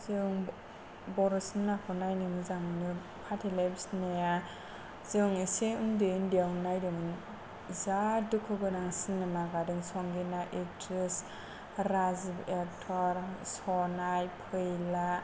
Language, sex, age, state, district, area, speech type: Bodo, female, 18-30, Assam, Kokrajhar, rural, spontaneous